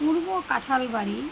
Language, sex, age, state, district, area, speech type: Bengali, female, 45-60, West Bengal, Alipurduar, rural, spontaneous